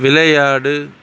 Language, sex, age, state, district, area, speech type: Tamil, male, 60+, Tamil Nadu, Mayiladuthurai, rural, read